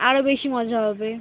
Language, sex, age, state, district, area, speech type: Bengali, female, 30-45, West Bengal, Kolkata, urban, conversation